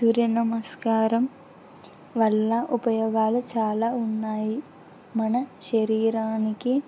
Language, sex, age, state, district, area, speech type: Telugu, female, 18-30, Andhra Pradesh, Kurnool, rural, spontaneous